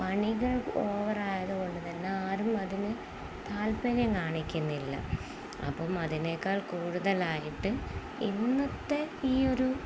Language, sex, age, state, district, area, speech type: Malayalam, female, 30-45, Kerala, Kozhikode, rural, spontaneous